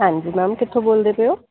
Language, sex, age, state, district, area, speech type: Punjabi, female, 30-45, Punjab, Kapurthala, urban, conversation